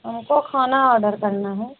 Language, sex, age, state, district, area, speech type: Hindi, female, 30-45, Uttar Pradesh, Prayagraj, rural, conversation